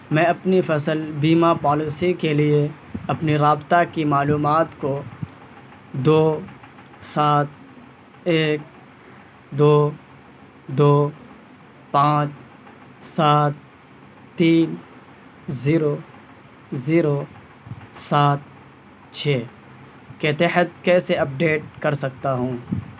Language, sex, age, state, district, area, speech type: Urdu, male, 18-30, Bihar, Purnia, rural, read